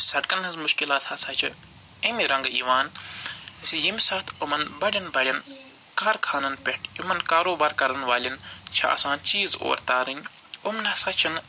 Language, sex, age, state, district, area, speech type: Kashmiri, male, 45-60, Jammu and Kashmir, Srinagar, urban, spontaneous